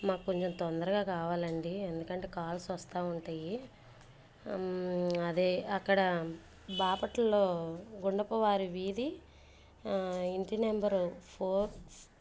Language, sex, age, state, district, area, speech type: Telugu, female, 30-45, Andhra Pradesh, Bapatla, urban, spontaneous